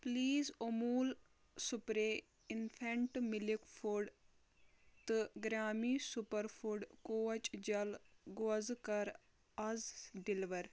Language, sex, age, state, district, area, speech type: Kashmiri, female, 30-45, Jammu and Kashmir, Kulgam, rural, read